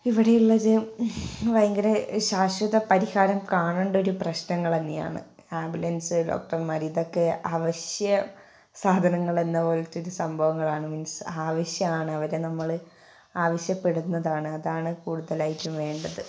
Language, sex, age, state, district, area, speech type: Malayalam, female, 18-30, Kerala, Wayanad, rural, spontaneous